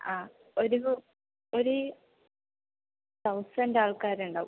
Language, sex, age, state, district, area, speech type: Malayalam, female, 18-30, Kerala, Kasaragod, rural, conversation